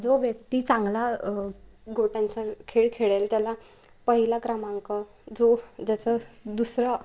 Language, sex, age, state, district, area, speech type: Marathi, female, 18-30, Maharashtra, Wardha, rural, spontaneous